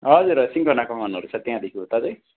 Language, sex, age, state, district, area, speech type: Nepali, male, 45-60, West Bengal, Darjeeling, rural, conversation